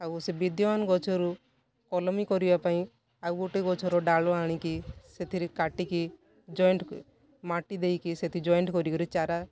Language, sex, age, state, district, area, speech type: Odia, female, 45-60, Odisha, Kalahandi, rural, spontaneous